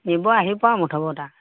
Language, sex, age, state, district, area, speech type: Assamese, female, 60+, Assam, Morigaon, rural, conversation